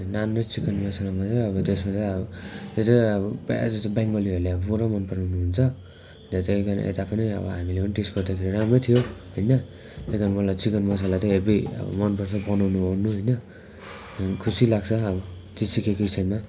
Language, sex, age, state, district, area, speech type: Nepali, male, 18-30, West Bengal, Darjeeling, rural, spontaneous